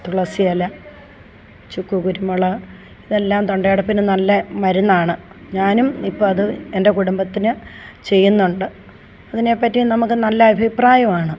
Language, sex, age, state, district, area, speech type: Malayalam, female, 60+, Kerala, Kollam, rural, spontaneous